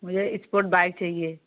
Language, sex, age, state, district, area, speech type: Hindi, female, 18-30, Uttar Pradesh, Jaunpur, rural, conversation